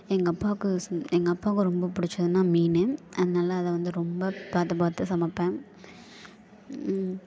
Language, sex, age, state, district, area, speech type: Tamil, female, 18-30, Tamil Nadu, Thanjavur, rural, spontaneous